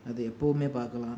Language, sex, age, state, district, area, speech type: Tamil, male, 45-60, Tamil Nadu, Sivaganga, rural, spontaneous